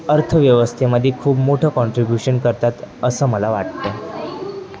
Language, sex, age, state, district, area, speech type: Marathi, male, 18-30, Maharashtra, Wardha, urban, spontaneous